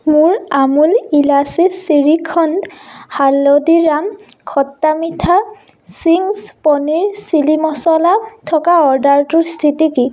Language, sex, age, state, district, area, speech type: Assamese, female, 18-30, Assam, Biswanath, rural, read